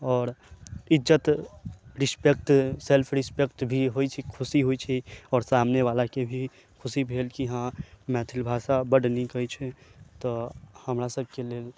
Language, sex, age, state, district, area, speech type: Maithili, male, 30-45, Bihar, Sitamarhi, rural, spontaneous